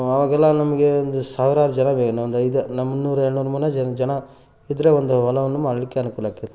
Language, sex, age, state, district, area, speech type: Kannada, male, 30-45, Karnataka, Gadag, rural, spontaneous